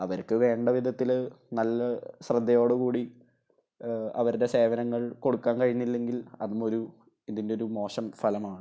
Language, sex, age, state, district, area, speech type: Malayalam, male, 18-30, Kerala, Thrissur, urban, spontaneous